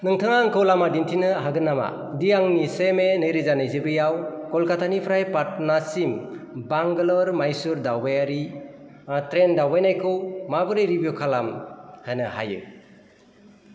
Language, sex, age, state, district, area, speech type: Bodo, male, 30-45, Assam, Kokrajhar, urban, read